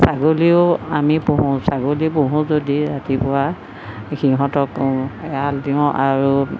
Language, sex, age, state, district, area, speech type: Assamese, female, 60+, Assam, Golaghat, urban, spontaneous